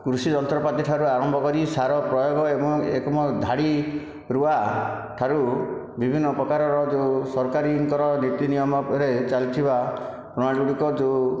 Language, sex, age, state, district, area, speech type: Odia, male, 60+, Odisha, Khordha, rural, spontaneous